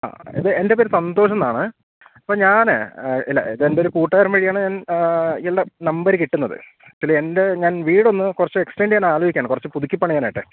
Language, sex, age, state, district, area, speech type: Malayalam, male, 30-45, Kerala, Thiruvananthapuram, urban, conversation